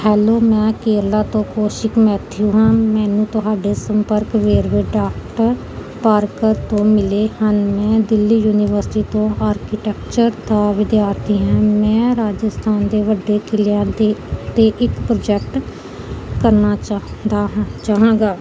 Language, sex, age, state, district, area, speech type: Punjabi, female, 30-45, Punjab, Gurdaspur, urban, read